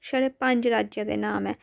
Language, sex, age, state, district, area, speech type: Dogri, female, 18-30, Jammu and Kashmir, Udhampur, rural, spontaneous